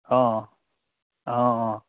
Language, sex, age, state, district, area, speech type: Assamese, male, 45-60, Assam, Majuli, urban, conversation